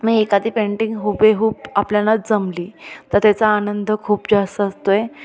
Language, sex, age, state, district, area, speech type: Marathi, female, 30-45, Maharashtra, Ahmednagar, urban, spontaneous